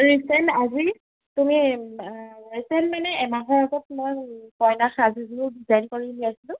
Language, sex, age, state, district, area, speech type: Assamese, female, 18-30, Assam, Golaghat, rural, conversation